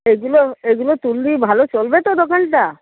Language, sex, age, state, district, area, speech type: Bengali, female, 45-60, West Bengal, Uttar Dinajpur, urban, conversation